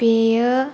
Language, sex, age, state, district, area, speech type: Bodo, female, 18-30, Assam, Kokrajhar, rural, spontaneous